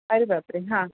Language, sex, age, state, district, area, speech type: Marathi, female, 45-60, Maharashtra, Palghar, urban, conversation